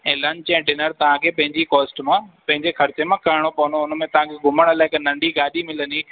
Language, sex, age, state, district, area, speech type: Sindhi, male, 18-30, Madhya Pradesh, Katni, urban, conversation